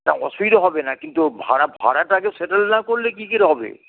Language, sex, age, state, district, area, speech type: Bengali, male, 60+, West Bengal, Hooghly, rural, conversation